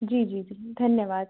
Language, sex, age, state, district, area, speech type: Hindi, female, 30-45, Madhya Pradesh, Jabalpur, urban, conversation